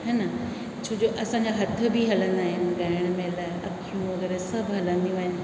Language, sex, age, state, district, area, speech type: Sindhi, female, 60+, Rajasthan, Ajmer, urban, spontaneous